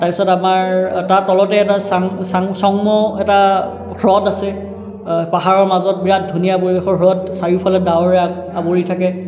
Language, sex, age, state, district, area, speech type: Assamese, male, 18-30, Assam, Charaideo, urban, spontaneous